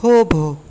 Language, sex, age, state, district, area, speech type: Gujarati, male, 18-30, Gujarat, Anand, urban, read